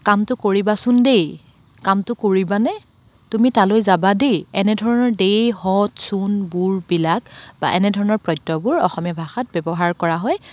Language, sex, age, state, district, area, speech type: Assamese, female, 30-45, Assam, Dibrugarh, rural, spontaneous